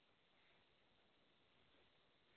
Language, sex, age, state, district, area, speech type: Hindi, female, 18-30, Madhya Pradesh, Betul, rural, conversation